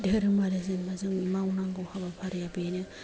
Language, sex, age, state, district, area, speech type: Bodo, female, 45-60, Assam, Kokrajhar, rural, spontaneous